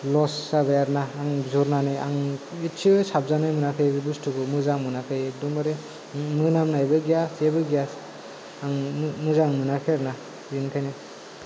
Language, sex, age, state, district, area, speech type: Bodo, male, 30-45, Assam, Kokrajhar, rural, spontaneous